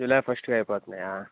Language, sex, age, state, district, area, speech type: Telugu, male, 18-30, Andhra Pradesh, Visakhapatnam, rural, conversation